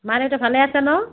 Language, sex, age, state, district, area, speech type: Assamese, female, 30-45, Assam, Udalguri, rural, conversation